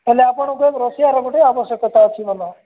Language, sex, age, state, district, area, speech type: Odia, male, 45-60, Odisha, Nabarangpur, rural, conversation